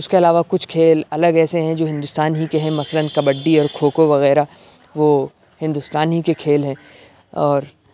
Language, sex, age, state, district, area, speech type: Urdu, male, 30-45, Uttar Pradesh, Aligarh, rural, spontaneous